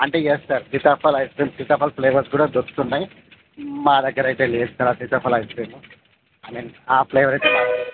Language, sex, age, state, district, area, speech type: Telugu, male, 30-45, Telangana, Karimnagar, rural, conversation